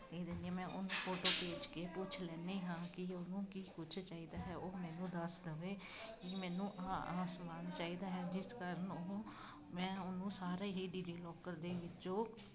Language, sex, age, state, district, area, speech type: Punjabi, female, 30-45, Punjab, Jalandhar, urban, spontaneous